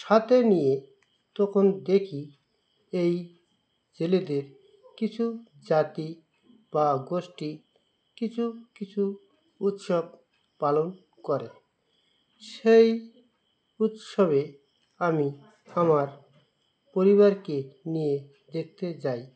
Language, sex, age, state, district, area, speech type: Bengali, male, 45-60, West Bengal, Dakshin Dinajpur, urban, spontaneous